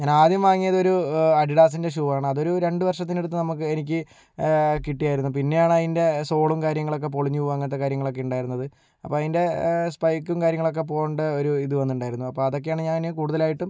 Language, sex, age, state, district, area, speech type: Malayalam, male, 45-60, Kerala, Kozhikode, urban, spontaneous